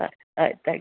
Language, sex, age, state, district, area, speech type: Kannada, female, 60+, Karnataka, Udupi, rural, conversation